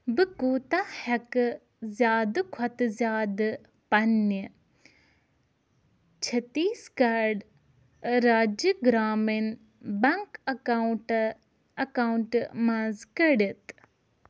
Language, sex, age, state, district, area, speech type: Kashmiri, female, 18-30, Jammu and Kashmir, Ganderbal, rural, read